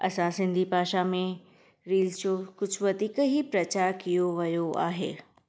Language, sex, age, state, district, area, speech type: Sindhi, female, 18-30, Gujarat, Surat, urban, spontaneous